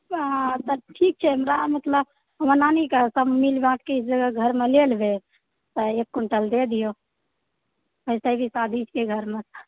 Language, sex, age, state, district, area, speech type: Maithili, female, 18-30, Bihar, Purnia, rural, conversation